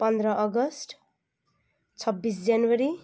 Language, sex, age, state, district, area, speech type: Nepali, female, 30-45, West Bengal, Kalimpong, rural, spontaneous